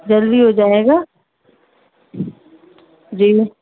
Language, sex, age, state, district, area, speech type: Urdu, female, 30-45, Uttar Pradesh, Muzaffarnagar, urban, conversation